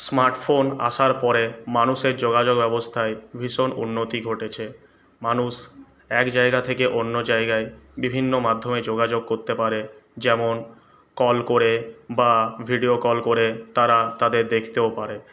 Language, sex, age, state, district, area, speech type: Bengali, male, 18-30, West Bengal, Purulia, urban, spontaneous